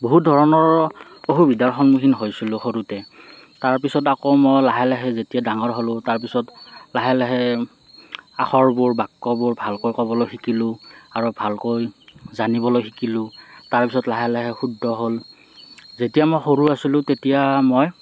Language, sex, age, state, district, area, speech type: Assamese, male, 30-45, Assam, Morigaon, urban, spontaneous